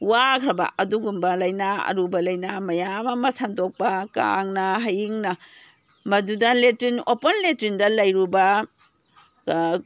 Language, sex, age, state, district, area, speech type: Manipuri, female, 60+, Manipur, Imphal East, rural, spontaneous